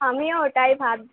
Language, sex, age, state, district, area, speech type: Bengali, female, 18-30, West Bengal, North 24 Parganas, urban, conversation